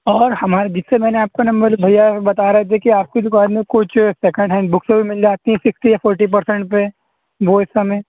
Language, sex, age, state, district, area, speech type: Urdu, male, 30-45, Uttar Pradesh, Shahjahanpur, rural, conversation